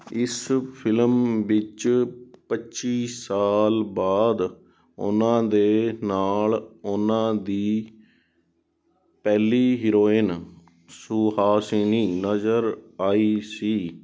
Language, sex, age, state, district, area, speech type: Punjabi, male, 18-30, Punjab, Sangrur, urban, read